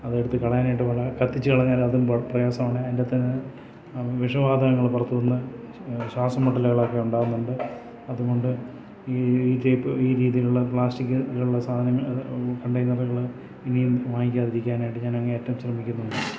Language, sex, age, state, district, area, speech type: Malayalam, male, 60+, Kerala, Kollam, rural, spontaneous